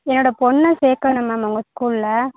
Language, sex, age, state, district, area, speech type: Tamil, female, 45-60, Tamil Nadu, Tiruchirappalli, rural, conversation